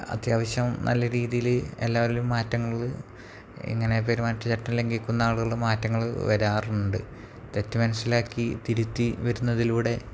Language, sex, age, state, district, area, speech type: Malayalam, male, 30-45, Kerala, Malappuram, rural, spontaneous